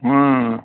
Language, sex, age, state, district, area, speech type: Maithili, male, 60+, Bihar, Muzaffarpur, urban, conversation